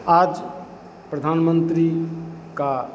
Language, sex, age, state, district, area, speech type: Hindi, male, 60+, Bihar, Begusarai, rural, spontaneous